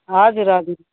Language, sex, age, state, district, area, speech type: Nepali, female, 45-60, West Bengal, Kalimpong, rural, conversation